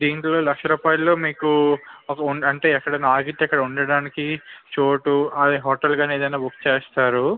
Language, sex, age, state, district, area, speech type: Telugu, male, 18-30, Andhra Pradesh, Visakhapatnam, urban, conversation